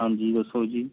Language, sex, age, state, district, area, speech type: Punjabi, male, 30-45, Punjab, Fatehgarh Sahib, rural, conversation